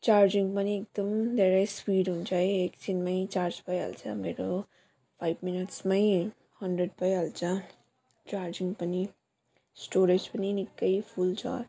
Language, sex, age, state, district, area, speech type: Nepali, female, 30-45, West Bengal, Jalpaiguri, urban, spontaneous